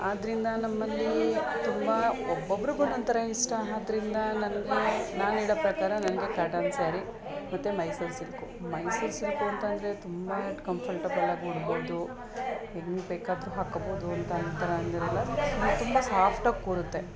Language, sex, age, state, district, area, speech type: Kannada, female, 30-45, Karnataka, Mandya, urban, spontaneous